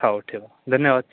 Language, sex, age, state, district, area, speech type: Marathi, male, 30-45, Maharashtra, Yavatmal, urban, conversation